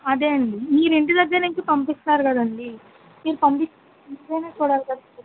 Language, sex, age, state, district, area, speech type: Telugu, female, 60+, Andhra Pradesh, West Godavari, rural, conversation